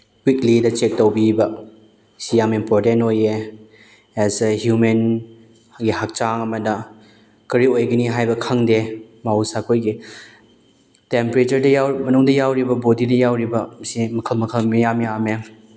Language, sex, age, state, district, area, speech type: Manipuri, male, 18-30, Manipur, Chandel, rural, spontaneous